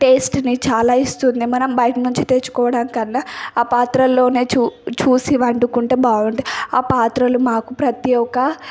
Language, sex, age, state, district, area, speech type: Telugu, female, 18-30, Telangana, Hyderabad, urban, spontaneous